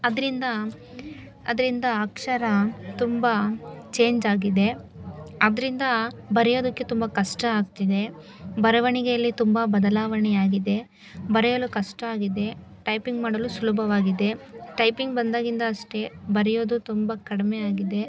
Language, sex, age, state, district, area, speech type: Kannada, female, 18-30, Karnataka, Chikkaballapur, rural, spontaneous